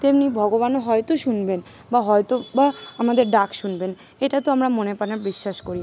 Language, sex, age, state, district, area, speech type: Bengali, female, 18-30, West Bengal, Kolkata, urban, spontaneous